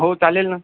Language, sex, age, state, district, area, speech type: Marathi, male, 45-60, Maharashtra, Amravati, urban, conversation